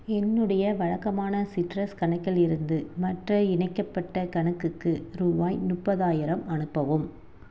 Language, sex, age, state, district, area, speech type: Tamil, female, 30-45, Tamil Nadu, Dharmapuri, rural, read